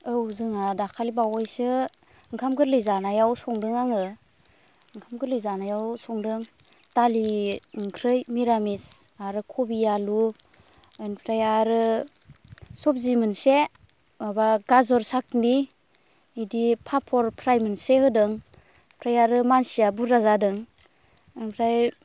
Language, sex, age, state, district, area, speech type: Bodo, female, 30-45, Assam, Baksa, rural, spontaneous